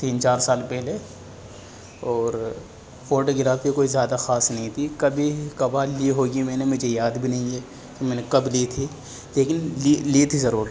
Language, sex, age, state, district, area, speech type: Urdu, male, 18-30, Delhi, East Delhi, rural, spontaneous